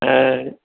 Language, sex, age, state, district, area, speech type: Sindhi, male, 60+, Maharashtra, Mumbai Suburban, urban, conversation